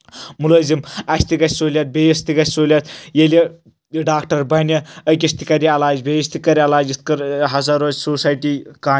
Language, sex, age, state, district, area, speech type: Kashmiri, male, 18-30, Jammu and Kashmir, Anantnag, rural, spontaneous